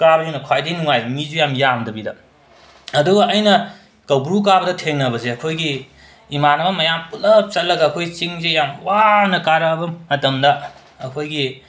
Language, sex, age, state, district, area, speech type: Manipuri, male, 45-60, Manipur, Imphal West, rural, spontaneous